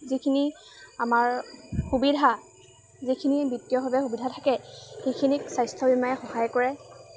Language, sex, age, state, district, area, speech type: Assamese, female, 18-30, Assam, Lakhimpur, rural, spontaneous